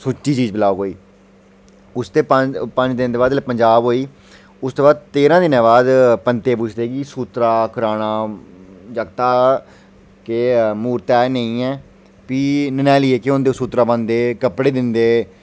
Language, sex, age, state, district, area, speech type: Dogri, male, 30-45, Jammu and Kashmir, Udhampur, urban, spontaneous